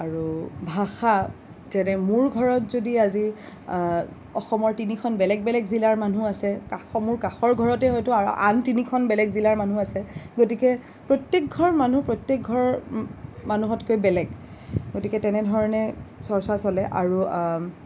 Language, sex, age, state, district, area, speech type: Assamese, female, 18-30, Assam, Kamrup Metropolitan, urban, spontaneous